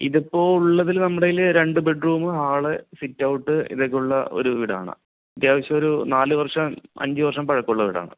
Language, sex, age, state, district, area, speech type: Malayalam, male, 30-45, Kerala, Palakkad, rural, conversation